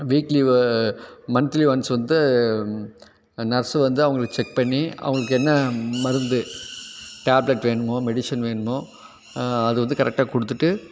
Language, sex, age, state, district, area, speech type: Tamil, male, 30-45, Tamil Nadu, Tiruppur, rural, spontaneous